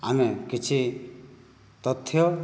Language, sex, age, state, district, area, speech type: Odia, male, 30-45, Odisha, Kandhamal, rural, spontaneous